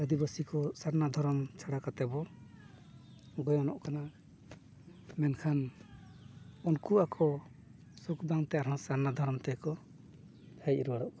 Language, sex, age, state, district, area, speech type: Santali, male, 45-60, Odisha, Mayurbhanj, rural, spontaneous